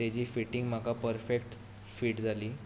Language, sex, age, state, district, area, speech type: Goan Konkani, male, 18-30, Goa, Tiswadi, rural, spontaneous